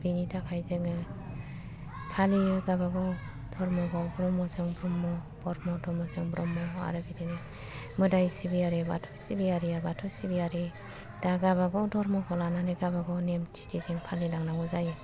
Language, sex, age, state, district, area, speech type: Bodo, female, 45-60, Assam, Kokrajhar, rural, spontaneous